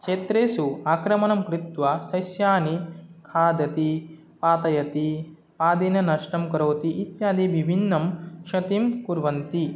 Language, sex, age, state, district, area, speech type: Sanskrit, male, 18-30, Assam, Nagaon, rural, spontaneous